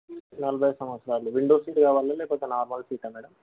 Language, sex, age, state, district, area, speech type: Telugu, male, 18-30, Telangana, Nalgonda, urban, conversation